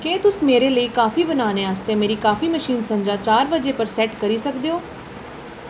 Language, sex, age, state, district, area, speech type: Dogri, female, 18-30, Jammu and Kashmir, Reasi, urban, read